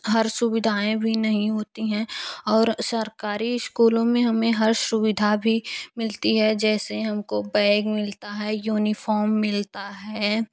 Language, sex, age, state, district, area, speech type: Hindi, female, 18-30, Uttar Pradesh, Jaunpur, urban, spontaneous